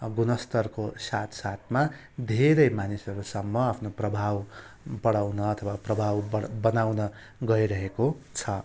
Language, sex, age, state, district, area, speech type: Nepali, male, 30-45, West Bengal, Darjeeling, rural, spontaneous